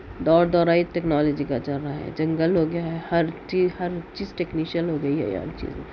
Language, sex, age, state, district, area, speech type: Urdu, female, 30-45, Telangana, Hyderabad, urban, spontaneous